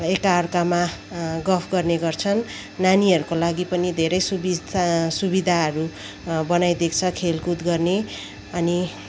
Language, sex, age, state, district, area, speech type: Nepali, female, 30-45, West Bengal, Kalimpong, rural, spontaneous